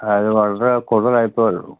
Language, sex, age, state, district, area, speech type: Malayalam, male, 60+, Kerala, Wayanad, rural, conversation